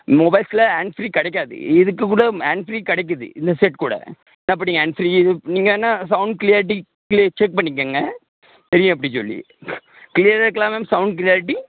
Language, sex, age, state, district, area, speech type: Tamil, male, 30-45, Tamil Nadu, Tirunelveli, rural, conversation